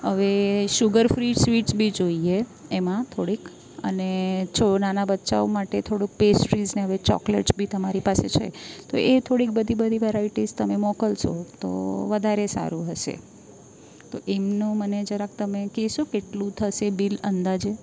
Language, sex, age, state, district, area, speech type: Gujarati, female, 30-45, Gujarat, Valsad, urban, spontaneous